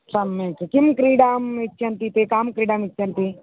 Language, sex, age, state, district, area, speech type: Sanskrit, female, 30-45, Karnataka, Dharwad, urban, conversation